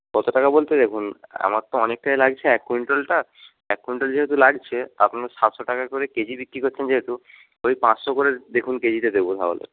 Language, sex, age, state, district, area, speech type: Bengali, male, 60+, West Bengal, Jhargram, rural, conversation